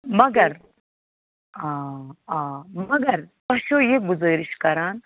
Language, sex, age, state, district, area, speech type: Kashmiri, female, 45-60, Jammu and Kashmir, Bandipora, rural, conversation